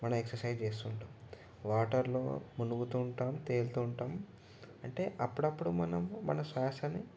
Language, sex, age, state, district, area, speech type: Telugu, male, 18-30, Telangana, Ranga Reddy, urban, spontaneous